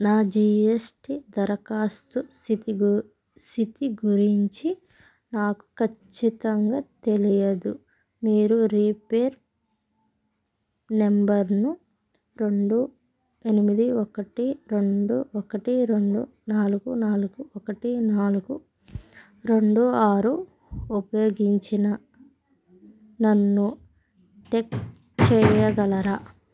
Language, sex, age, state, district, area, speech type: Telugu, female, 30-45, Andhra Pradesh, Krishna, rural, read